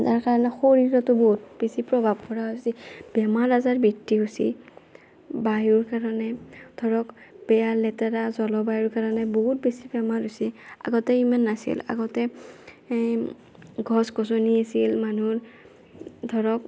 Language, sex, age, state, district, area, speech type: Assamese, female, 18-30, Assam, Darrang, rural, spontaneous